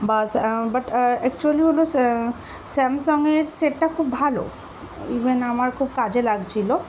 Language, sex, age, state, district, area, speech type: Bengali, female, 18-30, West Bengal, Dakshin Dinajpur, urban, spontaneous